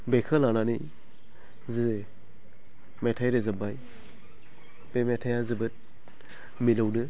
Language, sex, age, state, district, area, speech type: Bodo, male, 18-30, Assam, Baksa, rural, spontaneous